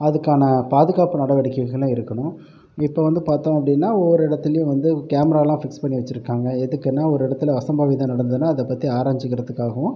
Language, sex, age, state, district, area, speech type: Tamil, male, 45-60, Tamil Nadu, Pudukkottai, rural, spontaneous